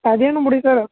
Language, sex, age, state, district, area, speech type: Kannada, male, 18-30, Karnataka, Chamarajanagar, rural, conversation